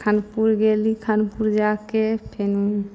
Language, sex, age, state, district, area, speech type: Maithili, female, 18-30, Bihar, Samastipur, rural, spontaneous